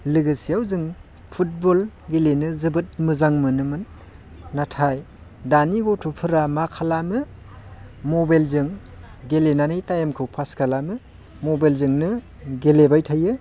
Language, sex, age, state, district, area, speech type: Bodo, male, 30-45, Assam, Baksa, urban, spontaneous